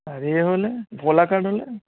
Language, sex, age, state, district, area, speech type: Bengali, male, 18-30, West Bengal, Darjeeling, rural, conversation